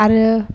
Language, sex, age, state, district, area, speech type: Bodo, female, 18-30, Assam, Chirang, rural, spontaneous